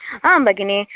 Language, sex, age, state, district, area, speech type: Sanskrit, female, 18-30, Karnataka, Udupi, urban, conversation